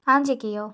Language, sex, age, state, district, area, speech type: Malayalam, female, 18-30, Kerala, Kozhikode, urban, spontaneous